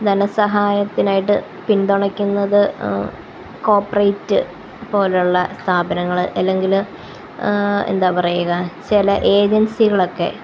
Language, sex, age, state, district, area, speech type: Malayalam, female, 18-30, Kerala, Kottayam, rural, spontaneous